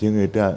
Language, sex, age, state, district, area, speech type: Bodo, male, 60+, Assam, Chirang, rural, spontaneous